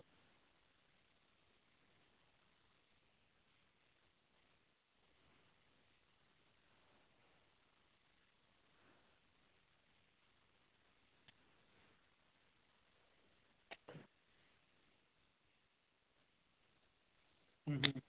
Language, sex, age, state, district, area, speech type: Dogri, male, 18-30, Jammu and Kashmir, Kathua, rural, conversation